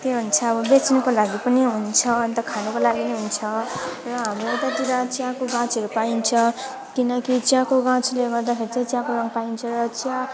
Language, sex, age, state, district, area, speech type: Nepali, female, 18-30, West Bengal, Alipurduar, urban, spontaneous